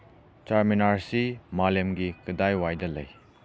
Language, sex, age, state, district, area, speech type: Manipuri, male, 18-30, Manipur, Churachandpur, rural, read